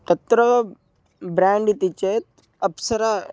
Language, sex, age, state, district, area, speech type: Sanskrit, male, 18-30, Maharashtra, Buldhana, urban, spontaneous